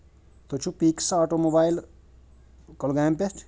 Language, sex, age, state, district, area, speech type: Kashmiri, male, 30-45, Jammu and Kashmir, Shopian, rural, spontaneous